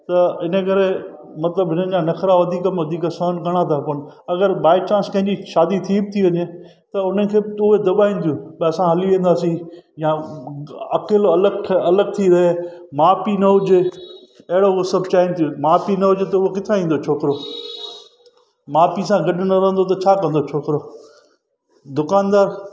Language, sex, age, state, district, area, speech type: Sindhi, male, 45-60, Gujarat, Junagadh, rural, spontaneous